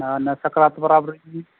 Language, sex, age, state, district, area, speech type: Santali, male, 45-60, Odisha, Mayurbhanj, rural, conversation